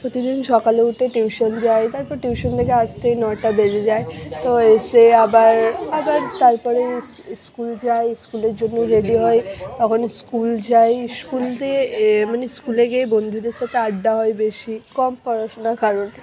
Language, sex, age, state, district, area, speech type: Bengali, female, 60+, West Bengal, Purba Bardhaman, rural, spontaneous